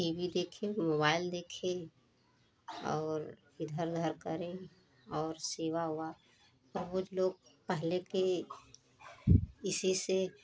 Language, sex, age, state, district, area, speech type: Hindi, female, 30-45, Uttar Pradesh, Prayagraj, rural, spontaneous